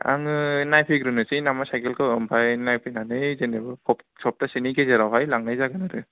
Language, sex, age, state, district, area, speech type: Bodo, male, 30-45, Assam, Kokrajhar, rural, conversation